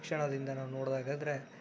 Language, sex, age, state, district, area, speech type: Kannada, male, 30-45, Karnataka, Chikkaballapur, rural, spontaneous